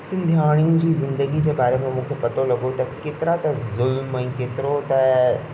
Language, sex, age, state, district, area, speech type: Sindhi, male, 18-30, Rajasthan, Ajmer, urban, spontaneous